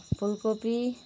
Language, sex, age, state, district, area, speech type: Nepali, female, 45-60, West Bengal, Kalimpong, rural, spontaneous